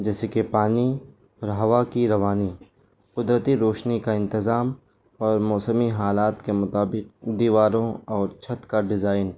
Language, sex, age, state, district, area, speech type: Urdu, male, 18-30, Delhi, New Delhi, rural, spontaneous